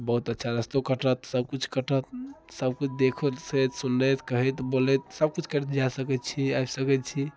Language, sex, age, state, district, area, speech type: Maithili, male, 18-30, Bihar, Darbhanga, rural, spontaneous